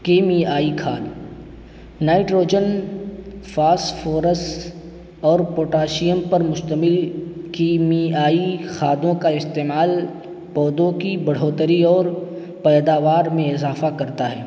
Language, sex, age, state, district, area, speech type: Urdu, male, 18-30, Uttar Pradesh, Siddharthnagar, rural, spontaneous